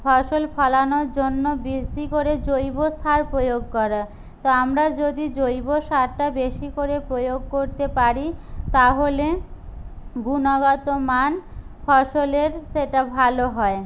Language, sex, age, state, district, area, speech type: Bengali, other, 45-60, West Bengal, Jhargram, rural, spontaneous